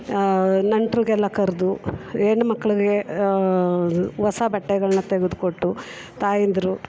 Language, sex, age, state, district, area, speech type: Kannada, female, 45-60, Karnataka, Mysore, urban, spontaneous